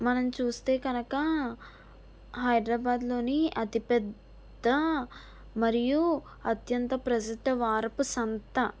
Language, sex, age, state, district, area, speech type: Telugu, female, 18-30, Andhra Pradesh, Kakinada, rural, spontaneous